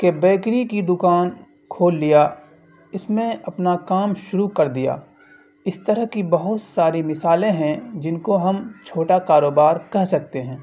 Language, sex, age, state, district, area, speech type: Urdu, male, 18-30, Bihar, Purnia, rural, spontaneous